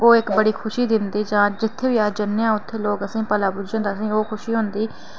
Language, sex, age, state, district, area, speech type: Dogri, female, 18-30, Jammu and Kashmir, Reasi, rural, spontaneous